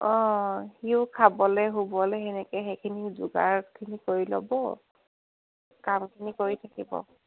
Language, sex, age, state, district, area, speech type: Assamese, female, 45-60, Assam, Dibrugarh, rural, conversation